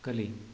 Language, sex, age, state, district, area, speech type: Kannada, male, 30-45, Karnataka, Mysore, urban, read